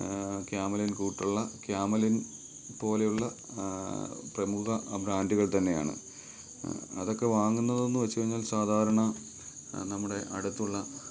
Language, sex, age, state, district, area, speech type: Malayalam, male, 30-45, Kerala, Kottayam, rural, spontaneous